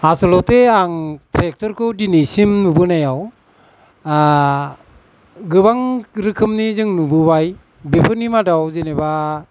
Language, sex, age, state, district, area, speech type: Bodo, male, 45-60, Assam, Kokrajhar, rural, spontaneous